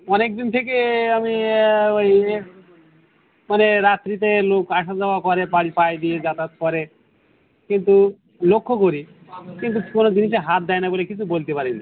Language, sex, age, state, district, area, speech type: Bengali, male, 45-60, West Bengal, Birbhum, urban, conversation